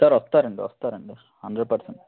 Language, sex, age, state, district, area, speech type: Telugu, male, 18-30, Andhra Pradesh, Vizianagaram, urban, conversation